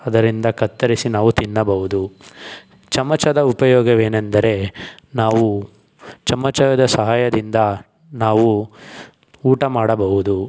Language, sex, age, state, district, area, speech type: Kannada, male, 18-30, Karnataka, Tumkur, urban, spontaneous